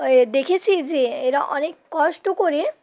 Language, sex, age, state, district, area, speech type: Bengali, female, 18-30, West Bengal, Hooghly, urban, spontaneous